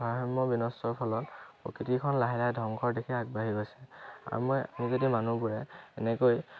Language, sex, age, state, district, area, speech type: Assamese, male, 18-30, Assam, Dhemaji, urban, spontaneous